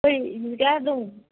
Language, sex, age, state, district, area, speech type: Bodo, female, 45-60, Assam, Chirang, urban, conversation